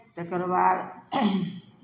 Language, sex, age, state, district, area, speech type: Maithili, female, 60+, Bihar, Samastipur, rural, spontaneous